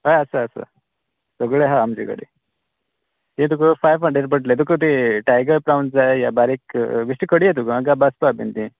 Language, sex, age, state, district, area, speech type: Goan Konkani, male, 18-30, Goa, Canacona, rural, conversation